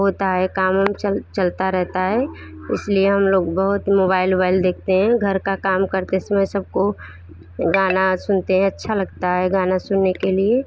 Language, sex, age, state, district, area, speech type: Hindi, female, 30-45, Uttar Pradesh, Bhadohi, rural, spontaneous